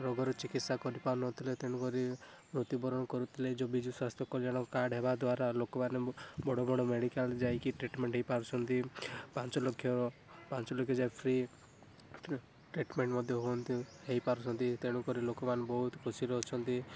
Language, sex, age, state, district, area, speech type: Odia, male, 18-30, Odisha, Rayagada, rural, spontaneous